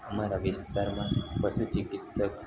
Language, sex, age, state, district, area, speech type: Gujarati, male, 18-30, Gujarat, Narmada, urban, spontaneous